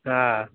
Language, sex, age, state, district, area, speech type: Gujarati, male, 18-30, Gujarat, Valsad, rural, conversation